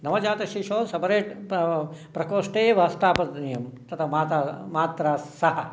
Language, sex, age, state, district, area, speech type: Sanskrit, male, 60+, Karnataka, Shimoga, urban, spontaneous